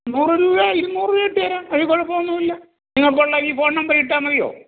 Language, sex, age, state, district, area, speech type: Malayalam, male, 60+, Kerala, Kollam, rural, conversation